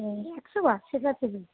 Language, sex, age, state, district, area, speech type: Bengali, female, 45-60, West Bengal, Howrah, urban, conversation